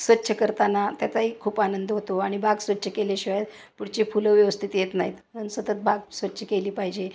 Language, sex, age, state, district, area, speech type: Marathi, female, 60+, Maharashtra, Osmanabad, rural, spontaneous